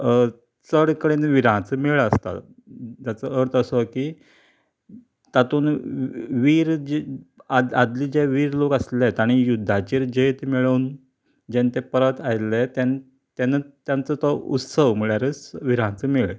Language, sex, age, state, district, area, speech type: Goan Konkani, male, 45-60, Goa, Canacona, rural, spontaneous